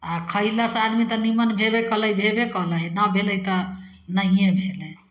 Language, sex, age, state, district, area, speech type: Maithili, female, 45-60, Bihar, Samastipur, rural, spontaneous